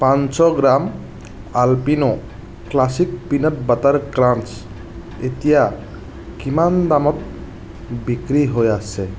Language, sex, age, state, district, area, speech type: Assamese, male, 60+, Assam, Morigaon, rural, read